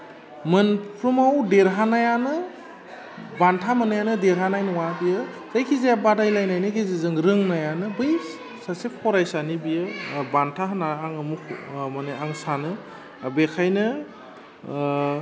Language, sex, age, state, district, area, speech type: Bodo, male, 18-30, Assam, Udalguri, urban, spontaneous